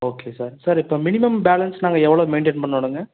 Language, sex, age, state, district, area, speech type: Tamil, male, 30-45, Tamil Nadu, Erode, rural, conversation